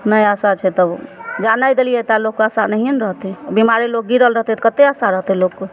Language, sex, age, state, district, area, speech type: Maithili, female, 60+, Bihar, Begusarai, urban, spontaneous